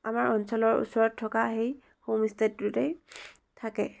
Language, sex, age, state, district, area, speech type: Assamese, female, 18-30, Assam, Dibrugarh, rural, spontaneous